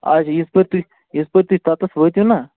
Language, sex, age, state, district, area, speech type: Kashmiri, male, 30-45, Jammu and Kashmir, Kupwara, rural, conversation